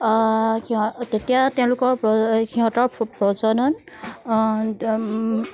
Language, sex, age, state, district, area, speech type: Assamese, female, 30-45, Assam, Charaideo, urban, spontaneous